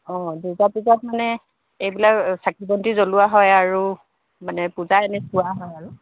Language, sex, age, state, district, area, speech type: Assamese, female, 45-60, Assam, Dibrugarh, rural, conversation